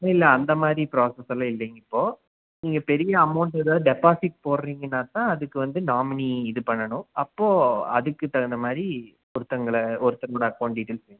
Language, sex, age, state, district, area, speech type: Tamil, male, 30-45, Tamil Nadu, Coimbatore, rural, conversation